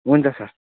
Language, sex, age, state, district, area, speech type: Nepali, male, 18-30, West Bengal, Jalpaiguri, urban, conversation